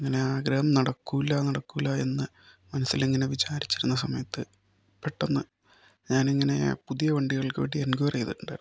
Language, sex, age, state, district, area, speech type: Malayalam, male, 30-45, Kerala, Kozhikode, urban, spontaneous